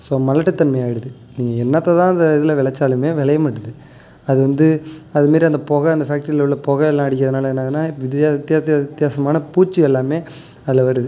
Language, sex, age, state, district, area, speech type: Tamil, male, 18-30, Tamil Nadu, Nagapattinam, rural, spontaneous